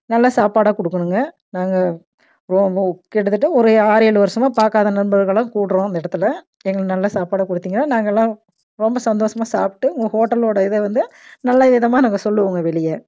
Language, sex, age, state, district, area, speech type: Tamil, female, 45-60, Tamil Nadu, Namakkal, rural, spontaneous